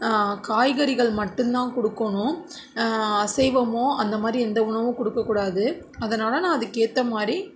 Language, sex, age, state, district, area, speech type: Tamil, female, 30-45, Tamil Nadu, Tiruvarur, rural, spontaneous